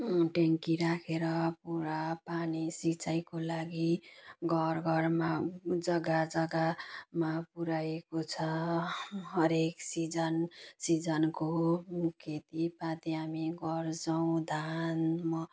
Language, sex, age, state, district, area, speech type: Nepali, female, 30-45, West Bengal, Jalpaiguri, rural, spontaneous